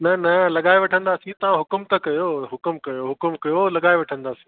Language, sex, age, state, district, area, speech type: Sindhi, male, 45-60, Delhi, South Delhi, urban, conversation